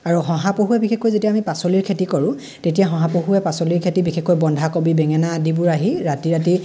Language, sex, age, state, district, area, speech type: Assamese, male, 18-30, Assam, Dhemaji, rural, spontaneous